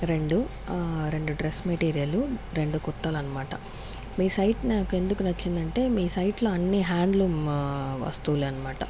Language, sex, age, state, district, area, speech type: Telugu, female, 60+, Andhra Pradesh, Sri Balaji, urban, spontaneous